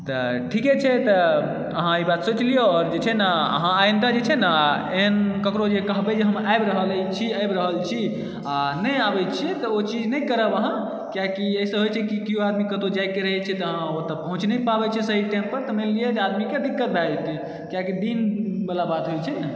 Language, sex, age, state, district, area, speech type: Maithili, male, 18-30, Bihar, Supaul, urban, spontaneous